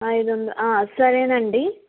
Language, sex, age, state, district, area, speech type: Telugu, female, 60+, Andhra Pradesh, Eluru, urban, conversation